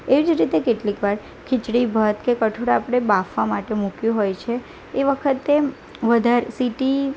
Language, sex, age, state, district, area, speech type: Gujarati, female, 18-30, Gujarat, Anand, urban, spontaneous